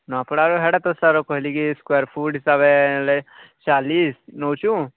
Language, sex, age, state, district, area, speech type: Odia, male, 45-60, Odisha, Nuapada, urban, conversation